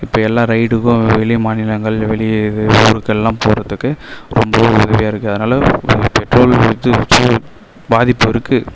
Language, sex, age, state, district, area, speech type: Tamil, male, 30-45, Tamil Nadu, Viluppuram, rural, spontaneous